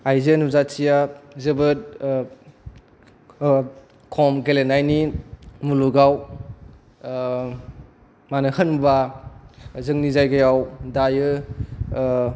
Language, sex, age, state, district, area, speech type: Bodo, male, 18-30, Assam, Kokrajhar, urban, spontaneous